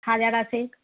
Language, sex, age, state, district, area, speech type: Bengali, female, 30-45, West Bengal, Darjeeling, rural, conversation